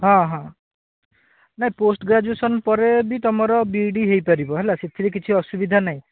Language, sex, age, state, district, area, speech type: Odia, male, 18-30, Odisha, Bhadrak, rural, conversation